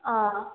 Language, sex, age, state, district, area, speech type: Nepali, male, 30-45, West Bengal, Kalimpong, rural, conversation